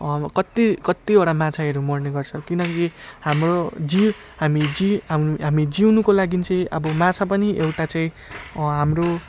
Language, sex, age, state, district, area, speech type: Nepali, male, 18-30, West Bengal, Jalpaiguri, rural, spontaneous